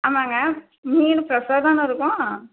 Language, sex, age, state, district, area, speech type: Tamil, female, 45-60, Tamil Nadu, Salem, rural, conversation